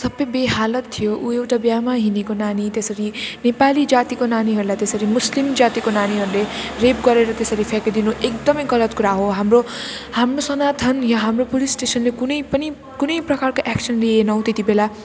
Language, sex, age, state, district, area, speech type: Nepali, female, 18-30, West Bengal, Jalpaiguri, rural, spontaneous